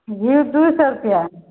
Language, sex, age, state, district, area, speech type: Hindi, female, 45-60, Uttar Pradesh, Mau, urban, conversation